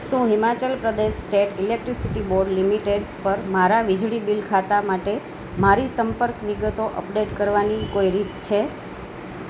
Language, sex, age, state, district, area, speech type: Gujarati, female, 30-45, Gujarat, Kheda, urban, read